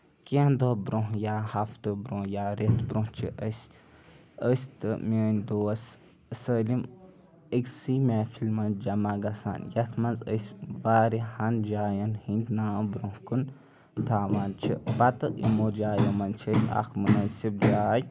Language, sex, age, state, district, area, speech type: Kashmiri, male, 18-30, Jammu and Kashmir, Ganderbal, rural, spontaneous